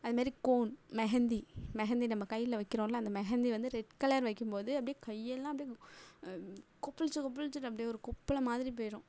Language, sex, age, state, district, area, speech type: Tamil, female, 18-30, Tamil Nadu, Tiruchirappalli, rural, spontaneous